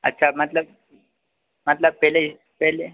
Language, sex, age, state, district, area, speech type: Hindi, male, 30-45, Madhya Pradesh, Harda, urban, conversation